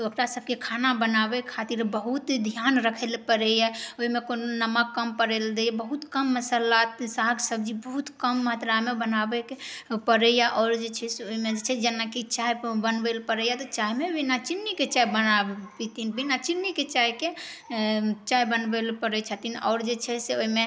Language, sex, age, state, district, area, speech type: Maithili, female, 18-30, Bihar, Saharsa, urban, spontaneous